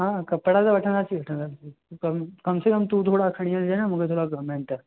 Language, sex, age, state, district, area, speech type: Sindhi, male, 18-30, Maharashtra, Thane, urban, conversation